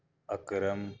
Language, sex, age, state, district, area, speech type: Urdu, male, 30-45, Delhi, Central Delhi, urban, spontaneous